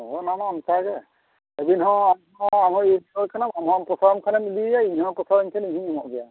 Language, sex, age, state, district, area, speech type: Santali, male, 45-60, Odisha, Mayurbhanj, rural, conversation